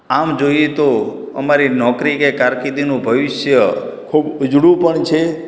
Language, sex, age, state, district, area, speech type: Gujarati, male, 18-30, Gujarat, Morbi, rural, spontaneous